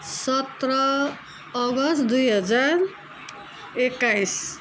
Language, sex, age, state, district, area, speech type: Nepali, female, 45-60, West Bengal, Darjeeling, rural, spontaneous